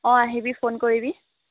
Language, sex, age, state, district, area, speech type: Assamese, female, 18-30, Assam, Jorhat, urban, conversation